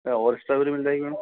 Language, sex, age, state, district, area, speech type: Hindi, male, 30-45, Rajasthan, Jaipur, urban, conversation